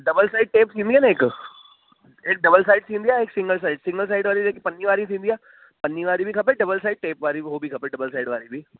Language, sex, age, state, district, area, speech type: Sindhi, male, 18-30, Delhi, South Delhi, urban, conversation